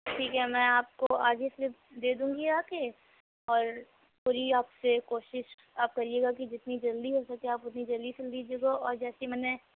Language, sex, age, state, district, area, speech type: Urdu, female, 18-30, Uttar Pradesh, Shahjahanpur, urban, conversation